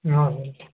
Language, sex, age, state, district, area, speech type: Nepali, male, 45-60, West Bengal, Darjeeling, rural, conversation